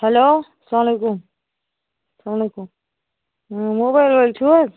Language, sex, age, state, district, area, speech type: Kashmiri, female, 30-45, Jammu and Kashmir, Baramulla, rural, conversation